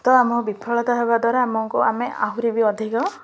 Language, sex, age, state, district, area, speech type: Odia, female, 18-30, Odisha, Ganjam, urban, spontaneous